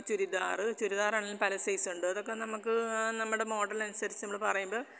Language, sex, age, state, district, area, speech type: Malayalam, female, 45-60, Kerala, Alappuzha, rural, spontaneous